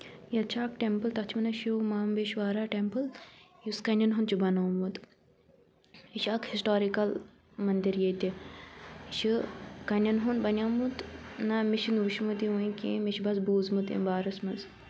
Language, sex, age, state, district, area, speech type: Kashmiri, female, 18-30, Jammu and Kashmir, Kupwara, rural, spontaneous